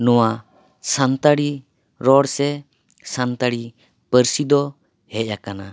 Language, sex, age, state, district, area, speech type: Santali, male, 30-45, West Bengal, Paschim Bardhaman, urban, spontaneous